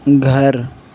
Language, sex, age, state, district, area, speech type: Urdu, male, 60+, Uttar Pradesh, Shahjahanpur, rural, read